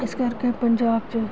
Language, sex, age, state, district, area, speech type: Punjabi, female, 45-60, Punjab, Gurdaspur, urban, spontaneous